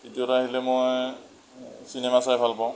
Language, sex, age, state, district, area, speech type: Assamese, male, 30-45, Assam, Lakhimpur, rural, spontaneous